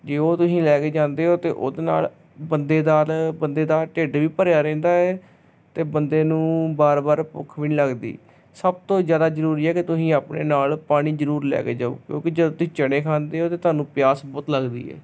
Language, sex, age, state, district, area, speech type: Punjabi, male, 30-45, Punjab, Hoshiarpur, rural, spontaneous